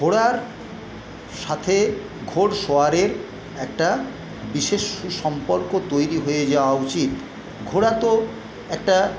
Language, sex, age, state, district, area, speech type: Bengali, male, 60+, West Bengal, Paschim Medinipur, rural, spontaneous